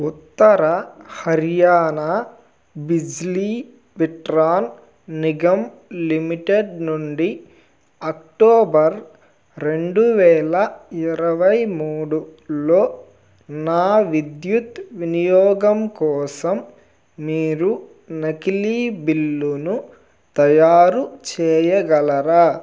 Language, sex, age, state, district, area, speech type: Telugu, male, 30-45, Andhra Pradesh, Nellore, rural, read